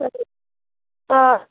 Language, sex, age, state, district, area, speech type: Kashmiri, female, 30-45, Jammu and Kashmir, Bandipora, rural, conversation